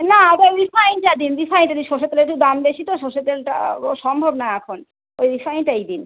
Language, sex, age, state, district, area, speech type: Bengali, female, 30-45, West Bengal, Howrah, urban, conversation